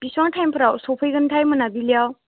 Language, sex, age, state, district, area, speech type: Bodo, female, 18-30, Assam, Chirang, urban, conversation